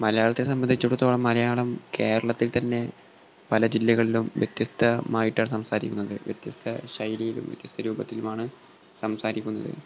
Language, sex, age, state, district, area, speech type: Malayalam, male, 18-30, Kerala, Malappuram, rural, spontaneous